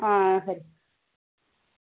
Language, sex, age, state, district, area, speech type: Dogri, female, 30-45, Jammu and Kashmir, Udhampur, rural, conversation